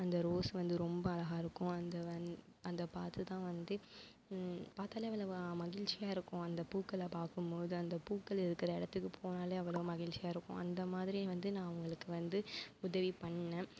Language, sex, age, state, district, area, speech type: Tamil, female, 18-30, Tamil Nadu, Mayiladuthurai, urban, spontaneous